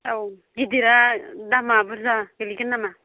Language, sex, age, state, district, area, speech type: Bodo, female, 30-45, Assam, Baksa, rural, conversation